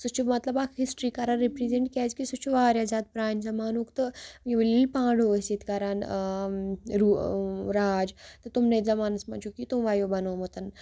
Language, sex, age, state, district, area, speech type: Kashmiri, female, 18-30, Jammu and Kashmir, Baramulla, rural, spontaneous